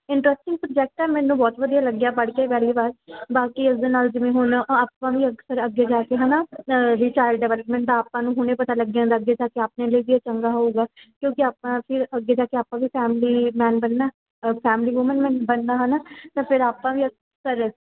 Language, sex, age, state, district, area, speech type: Punjabi, female, 18-30, Punjab, Muktsar, urban, conversation